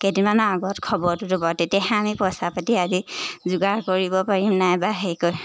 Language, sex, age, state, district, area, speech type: Assamese, female, 18-30, Assam, Lakhimpur, urban, spontaneous